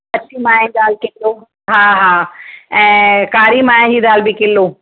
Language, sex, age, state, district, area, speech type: Sindhi, female, 45-60, Maharashtra, Thane, urban, conversation